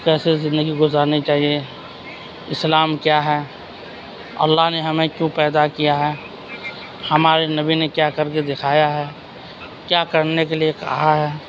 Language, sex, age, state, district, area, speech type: Urdu, male, 30-45, Uttar Pradesh, Gautam Buddha Nagar, urban, spontaneous